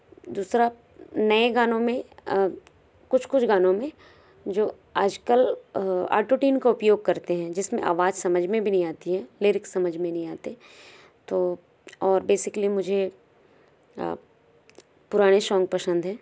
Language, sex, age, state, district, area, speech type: Hindi, female, 30-45, Madhya Pradesh, Balaghat, rural, spontaneous